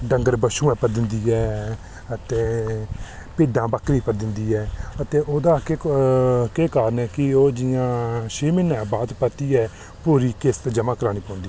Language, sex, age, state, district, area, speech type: Dogri, male, 18-30, Jammu and Kashmir, Reasi, rural, spontaneous